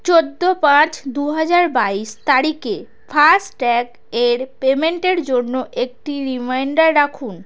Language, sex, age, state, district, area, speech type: Bengali, female, 30-45, West Bengal, South 24 Parganas, rural, read